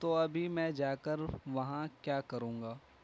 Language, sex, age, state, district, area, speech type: Urdu, male, 18-30, Uttar Pradesh, Gautam Buddha Nagar, urban, spontaneous